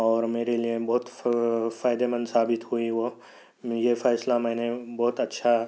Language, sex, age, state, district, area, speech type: Urdu, male, 30-45, Telangana, Hyderabad, urban, spontaneous